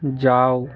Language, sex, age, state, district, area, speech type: Maithili, male, 18-30, Bihar, Muzaffarpur, rural, read